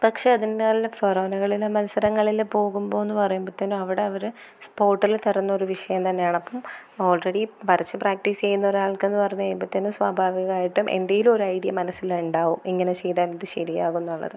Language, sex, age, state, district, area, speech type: Malayalam, female, 18-30, Kerala, Thiruvananthapuram, rural, spontaneous